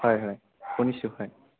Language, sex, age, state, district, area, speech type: Assamese, male, 30-45, Assam, Sonitpur, urban, conversation